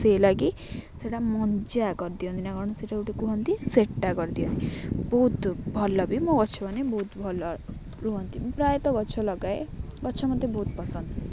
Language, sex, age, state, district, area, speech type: Odia, female, 18-30, Odisha, Jagatsinghpur, rural, spontaneous